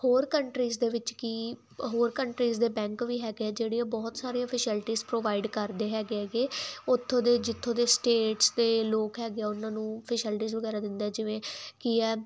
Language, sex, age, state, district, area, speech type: Punjabi, female, 18-30, Punjab, Muktsar, urban, spontaneous